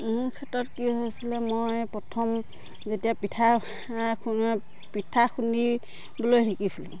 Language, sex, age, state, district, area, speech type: Assamese, female, 30-45, Assam, Dhemaji, rural, spontaneous